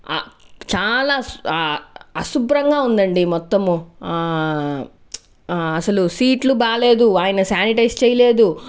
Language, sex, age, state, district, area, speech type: Telugu, female, 30-45, Andhra Pradesh, Sri Balaji, urban, spontaneous